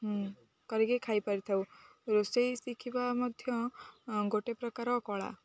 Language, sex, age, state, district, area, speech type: Odia, female, 18-30, Odisha, Jagatsinghpur, urban, spontaneous